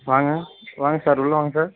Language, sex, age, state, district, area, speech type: Tamil, male, 45-60, Tamil Nadu, Ariyalur, rural, conversation